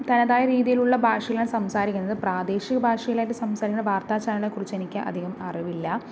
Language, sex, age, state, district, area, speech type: Malayalam, female, 45-60, Kerala, Palakkad, rural, spontaneous